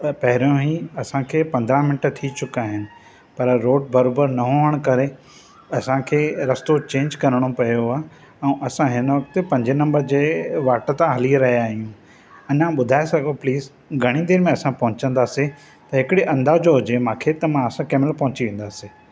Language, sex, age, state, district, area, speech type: Sindhi, male, 45-60, Maharashtra, Thane, urban, spontaneous